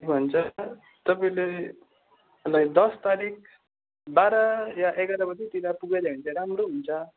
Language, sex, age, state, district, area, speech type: Nepali, male, 18-30, West Bengal, Darjeeling, rural, conversation